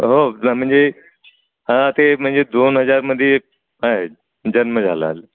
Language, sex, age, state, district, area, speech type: Marathi, male, 60+, Maharashtra, Nagpur, urban, conversation